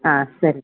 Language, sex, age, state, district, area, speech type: Kannada, female, 18-30, Karnataka, Chamarajanagar, rural, conversation